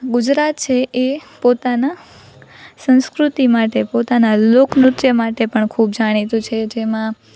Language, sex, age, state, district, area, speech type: Gujarati, female, 18-30, Gujarat, Rajkot, urban, spontaneous